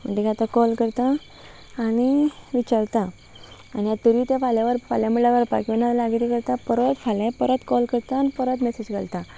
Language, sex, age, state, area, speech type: Goan Konkani, female, 18-30, Goa, rural, spontaneous